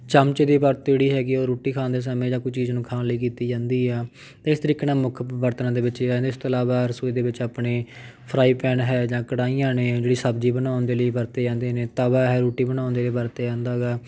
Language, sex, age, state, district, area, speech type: Punjabi, male, 30-45, Punjab, Patiala, urban, spontaneous